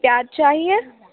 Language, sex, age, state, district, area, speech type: Urdu, female, 45-60, Delhi, Central Delhi, rural, conversation